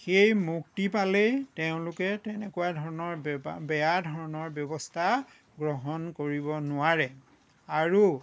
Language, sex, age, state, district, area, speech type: Assamese, male, 60+, Assam, Lakhimpur, rural, spontaneous